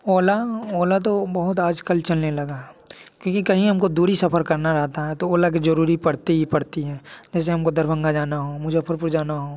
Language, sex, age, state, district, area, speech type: Hindi, male, 18-30, Bihar, Muzaffarpur, urban, spontaneous